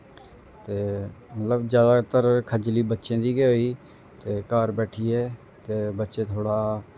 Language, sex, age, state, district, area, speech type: Dogri, male, 18-30, Jammu and Kashmir, Reasi, rural, spontaneous